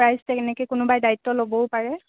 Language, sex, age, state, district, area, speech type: Assamese, female, 18-30, Assam, Kamrup Metropolitan, urban, conversation